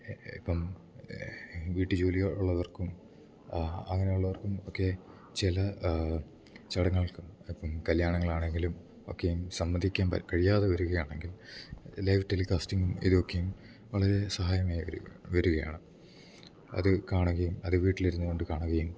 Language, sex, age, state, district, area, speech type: Malayalam, male, 18-30, Kerala, Idukki, rural, spontaneous